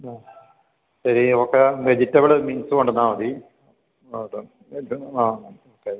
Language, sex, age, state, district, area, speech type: Malayalam, male, 45-60, Kerala, Malappuram, rural, conversation